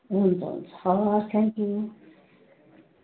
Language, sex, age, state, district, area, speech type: Nepali, female, 60+, West Bengal, Darjeeling, rural, conversation